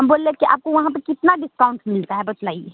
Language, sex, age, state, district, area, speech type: Hindi, female, 18-30, Bihar, Muzaffarpur, rural, conversation